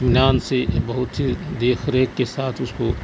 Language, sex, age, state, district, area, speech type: Urdu, male, 45-60, Bihar, Saharsa, rural, spontaneous